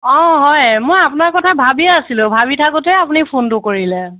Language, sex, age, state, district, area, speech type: Assamese, female, 30-45, Assam, Kamrup Metropolitan, urban, conversation